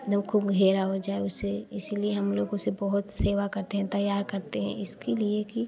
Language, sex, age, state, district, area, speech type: Hindi, female, 18-30, Uttar Pradesh, Prayagraj, rural, spontaneous